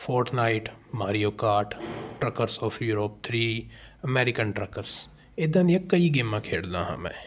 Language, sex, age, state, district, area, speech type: Punjabi, male, 18-30, Punjab, Patiala, rural, spontaneous